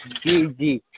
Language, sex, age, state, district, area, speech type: Urdu, male, 18-30, Bihar, Saharsa, rural, conversation